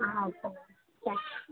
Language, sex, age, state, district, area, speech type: Kannada, female, 18-30, Karnataka, Vijayanagara, rural, conversation